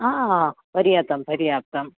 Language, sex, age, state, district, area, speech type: Sanskrit, female, 45-60, Kerala, Thiruvananthapuram, urban, conversation